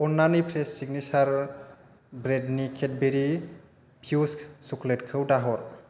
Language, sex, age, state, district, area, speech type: Bodo, male, 30-45, Assam, Chirang, urban, read